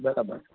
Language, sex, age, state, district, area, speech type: Gujarati, male, 30-45, Gujarat, Anand, urban, conversation